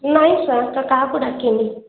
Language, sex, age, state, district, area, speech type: Odia, female, 30-45, Odisha, Khordha, rural, conversation